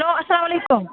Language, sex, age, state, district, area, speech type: Kashmiri, female, 30-45, Jammu and Kashmir, Budgam, rural, conversation